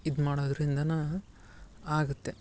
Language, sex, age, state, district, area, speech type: Kannada, male, 18-30, Karnataka, Dharwad, rural, spontaneous